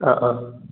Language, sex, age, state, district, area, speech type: Malayalam, male, 18-30, Kerala, Wayanad, rural, conversation